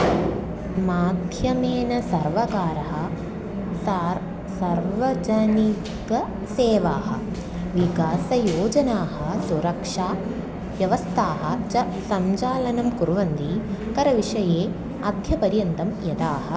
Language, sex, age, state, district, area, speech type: Sanskrit, female, 18-30, Kerala, Thrissur, urban, spontaneous